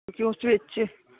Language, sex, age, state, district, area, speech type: Punjabi, female, 45-60, Punjab, Fazilka, rural, conversation